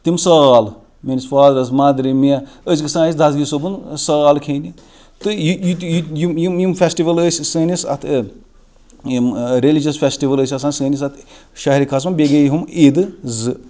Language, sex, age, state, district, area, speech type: Kashmiri, male, 30-45, Jammu and Kashmir, Srinagar, rural, spontaneous